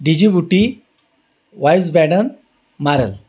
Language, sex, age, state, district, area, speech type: Marathi, male, 30-45, Maharashtra, Amravati, rural, spontaneous